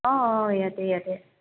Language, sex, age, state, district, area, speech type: Assamese, female, 45-60, Assam, Dibrugarh, rural, conversation